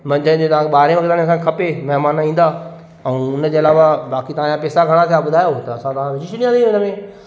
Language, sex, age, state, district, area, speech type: Sindhi, male, 30-45, Madhya Pradesh, Katni, urban, spontaneous